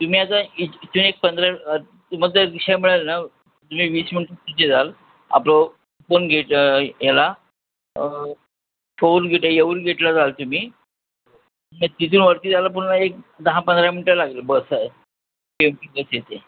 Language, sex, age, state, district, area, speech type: Marathi, male, 45-60, Maharashtra, Thane, rural, conversation